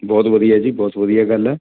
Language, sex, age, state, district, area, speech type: Punjabi, male, 45-60, Punjab, Patiala, urban, conversation